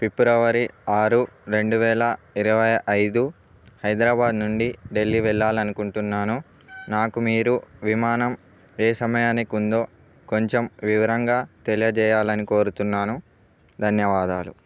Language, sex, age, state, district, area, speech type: Telugu, male, 18-30, Telangana, Bhadradri Kothagudem, rural, spontaneous